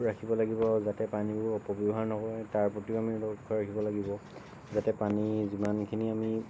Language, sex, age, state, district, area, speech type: Assamese, male, 18-30, Assam, Lakhimpur, rural, spontaneous